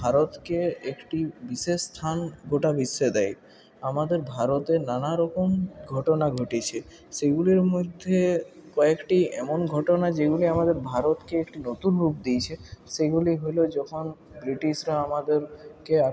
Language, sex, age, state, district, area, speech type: Bengali, male, 18-30, West Bengal, Purulia, urban, spontaneous